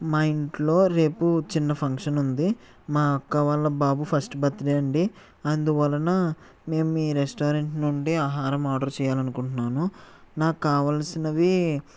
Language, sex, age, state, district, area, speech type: Telugu, male, 18-30, Andhra Pradesh, Eluru, rural, spontaneous